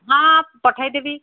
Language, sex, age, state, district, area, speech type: Odia, female, 45-60, Odisha, Malkangiri, urban, conversation